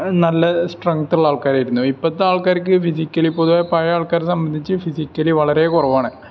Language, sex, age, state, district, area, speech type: Malayalam, male, 18-30, Kerala, Malappuram, rural, spontaneous